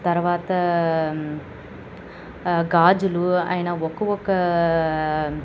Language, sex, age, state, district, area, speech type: Telugu, female, 30-45, Andhra Pradesh, Annamaya, urban, spontaneous